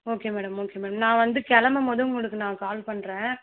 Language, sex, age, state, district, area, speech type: Tamil, female, 60+, Tamil Nadu, Sivaganga, rural, conversation